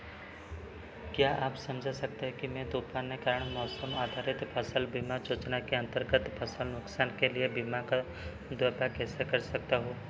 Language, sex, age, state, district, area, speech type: Hindi, male, 18-30, Madhya Pradesh, Seoni, urban, read